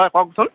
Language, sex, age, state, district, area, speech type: Assamese, male, 18-30, Assam, Sivasagar, urban, conversation